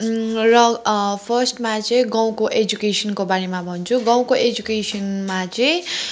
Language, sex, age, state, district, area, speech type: Nepali, female, 30-45, West Bengal, Kalimpong, rural, spontaneous